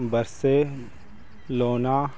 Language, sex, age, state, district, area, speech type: Punjabi, male, 30-45, Punjab, Fazilka, rural, spontaneous